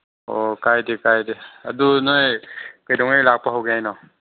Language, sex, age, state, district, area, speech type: Manipuri, male, 18-30, Manipur, Chandel, rural, conversation